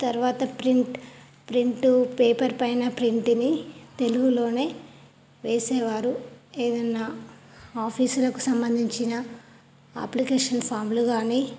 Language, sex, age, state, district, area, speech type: Telugu, female, 30-45, Telangana, Karimnagar, rural, spontaneous